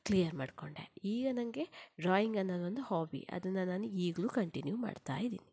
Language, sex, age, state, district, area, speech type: Kannada, female, 30-45, Karnataka, Shimoga, rural, spontaneous